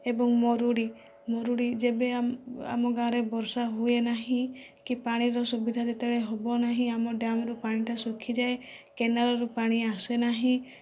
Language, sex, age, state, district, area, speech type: Odia, female, 45-60, Odisha, Kandhamal, rural, spontaneous